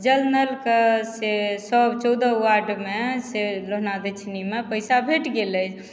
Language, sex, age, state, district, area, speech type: Maithili, female, 45-60, Bihar, Madhubani, rural, spontaneous